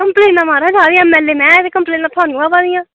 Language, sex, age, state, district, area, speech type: Dogri, female, 18-30, Jammu and Kashmir, Kathua, rural, conversation